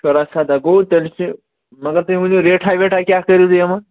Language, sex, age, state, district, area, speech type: Kashmiri, male, 18-30, Jammu and Kashmir, Bandipora, rural, conversation